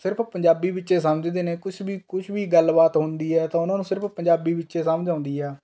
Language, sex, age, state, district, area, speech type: Punjabi, male, 18-30, Punjab, Rupnagar, rural, spontaneous